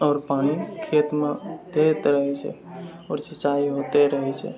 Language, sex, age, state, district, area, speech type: Maithili, male, 18-30, Bihar, Purnia, rural, spontaneous